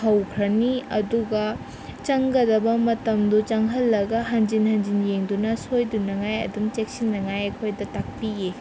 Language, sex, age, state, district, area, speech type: Manipuri, female, 18-30, Manipur, Senapati, rural, spontaneous